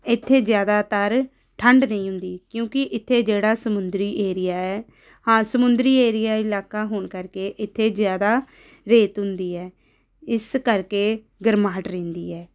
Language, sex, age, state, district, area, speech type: Punjabi, female, 30-45, Punjab, Amritsar, urban, spontaneous